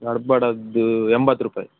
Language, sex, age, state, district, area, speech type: Kannada, male, 18-30, Karnataka, Udupi, rural, conversation